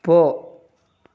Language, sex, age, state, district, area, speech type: Tamil, male, 18-30, Tamil Nadu, Kallakurichi, urban, read